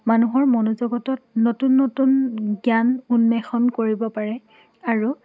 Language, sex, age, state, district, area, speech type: Assamese, female, 18-30, Assam, Dhemaji, rural, spontaneous